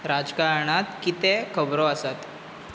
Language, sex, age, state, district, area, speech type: Goan Konkani, male, 18-30, Goa, Bardez, urban, read